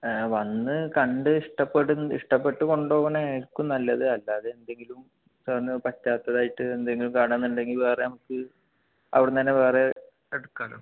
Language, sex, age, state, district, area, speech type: Malayalam, male, 18-30, Kerala, Palakkad, rural, conversation